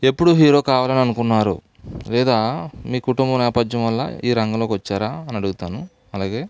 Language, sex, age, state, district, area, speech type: Telugu, male, 45-60, Andhra Pradesh, Eluru, rural, spontaneous